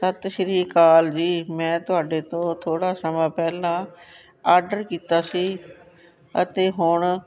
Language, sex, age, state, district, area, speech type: Punjabi, female, 45-60, Punjab, Shaheed Bhagat Singh Nagar, urban, spontaneous